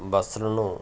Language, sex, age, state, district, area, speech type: Telugu, male, 30-45, Telangana, Jangaon, rural, spontaneous